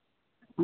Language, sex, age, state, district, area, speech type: Maithili, female, 60+, Bihar, Supaul, rural, conversation